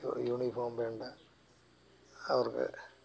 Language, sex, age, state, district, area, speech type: Malayalam, male, 60+, Kerala, Alappuzha, rural, spontaneous